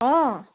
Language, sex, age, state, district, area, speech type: Assamese, female, 18-30, Assam, Charaideo, rural, conversation